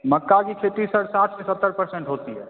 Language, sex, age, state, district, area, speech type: Hindi, male, 18-30, Bihar, Begusarai, rural, conversation